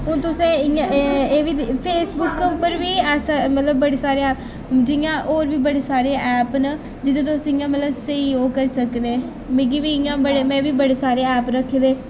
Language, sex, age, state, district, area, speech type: Dogri, female, 18-30, Jammu and Kashmir, Reasi, rural, spontaneous